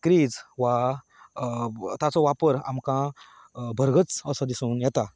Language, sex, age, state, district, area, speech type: Goan Konkani, male, 30-45, Goa, Canacona, rural, spontaneous